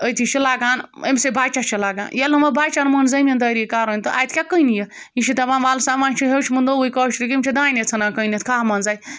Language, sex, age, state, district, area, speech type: Kashmiri, female, 45-60, Jammu and Kashmir, Ganderbal, rural, spontaneous